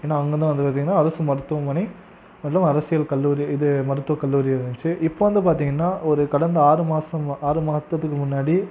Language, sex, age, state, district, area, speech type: Tamil, male, 18-30, Tamil Nadu, Krishnagiri, rural, spontaneous